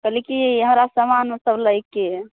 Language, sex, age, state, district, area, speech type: Maithili, female, 18-30, Bihar, Samastipur, rural, conversation